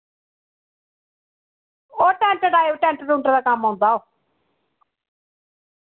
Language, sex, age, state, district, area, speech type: Dogri, female, 30-45, Jammu and Kashmir, Samba, rural, conversation